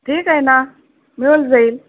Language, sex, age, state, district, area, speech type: Marathi, female, 45-60, Maharashtra, Wardha, rural, conversation